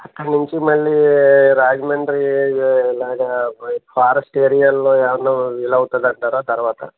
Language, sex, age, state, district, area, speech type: Telugu, male, 60+, Andhra Pradesh, Konaseema, rural, conversation